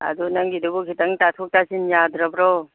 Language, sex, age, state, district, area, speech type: Manipuri, female, 60+, Manipur, Churachandpur, urban, conversation